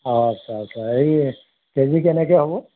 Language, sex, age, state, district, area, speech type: Assamese, male, 60+, Assam, Golaghat, rural, conversation